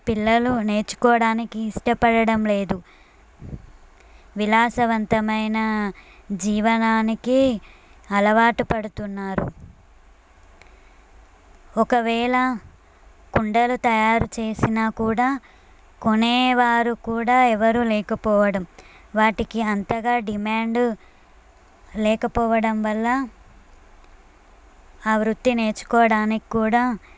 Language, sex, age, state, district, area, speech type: Telugu, female, 18-30, Telangana, Suryapet, urban, spontaneous